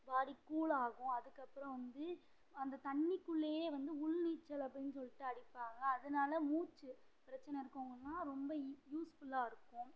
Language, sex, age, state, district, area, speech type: Tamil, female, 18-30, Tamil Nadu, Madurai, urban, spontaneous